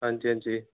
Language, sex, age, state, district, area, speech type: Dogri, male, 30-45, Jammu and Kashmir, Reasi, urban, conversation